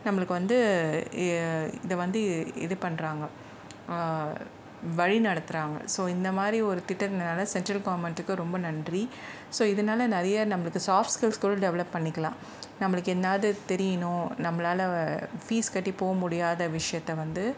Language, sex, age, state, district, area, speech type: Tamil, female, 45-60, Tamil Nadu, Chennai, urban, spontaneous